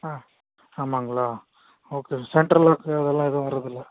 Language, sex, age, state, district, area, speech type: Tamil, male, 18-30, Tamil Nadu, Krishnagiri, rural, conversation